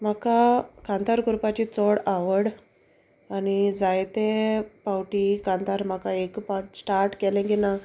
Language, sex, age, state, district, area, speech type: Goan Konkani, female, 30-45, Goa, Salcete, rural, spontaneous